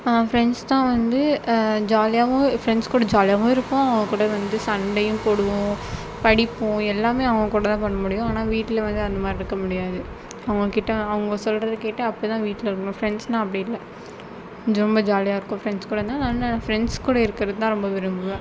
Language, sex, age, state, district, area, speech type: Tamil, female, 30-45, Tamil Nadu, Tiruvarur, rural, spontaneous